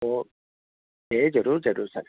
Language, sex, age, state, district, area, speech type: Kannada, male, 60+, Karnataka, Koppal, rural, conversation